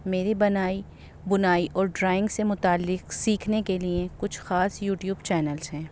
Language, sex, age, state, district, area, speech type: Urdu, female, 30-45, Delhi, North East Delhi, urban, spontaneous